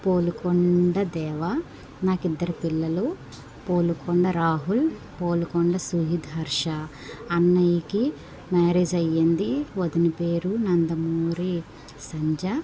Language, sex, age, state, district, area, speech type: Telugu, female, 18-30, Andhra Pradesh, West Godavari, rural, spontaneous